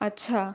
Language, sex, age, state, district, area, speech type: Bengali, female, 18-30, West Bengal, Kolkata, urban, spontaneous